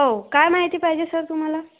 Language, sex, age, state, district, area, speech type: Marathi, female, 18-30, Maharashtra, Akola, rural, conversation